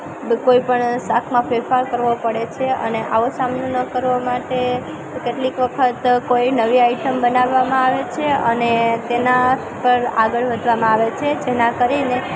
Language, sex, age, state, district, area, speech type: Gujarati, female, 18-30, Gujarat, Junagadh, rural, spontaneous